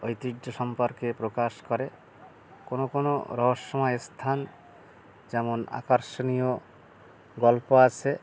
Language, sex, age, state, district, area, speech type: Bengali, male, 60+, West Bengal, Bankura, urban, spontaneous